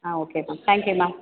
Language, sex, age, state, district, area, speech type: Tamil, female, 30-45, Tamil Nadu, Perambalur, rural, conversation